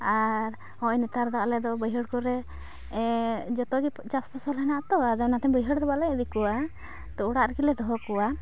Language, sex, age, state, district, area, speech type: Santali, female, 18-30, West Bengal, Uttar Dinajpur, rural, spontaneous